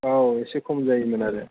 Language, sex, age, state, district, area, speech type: Bodo, male, 30-45, Assam, Kokrajhar, rural, conversation